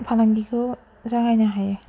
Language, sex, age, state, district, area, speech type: Bodo, female, 18-30, Assam, Baksa, rural, spontaneous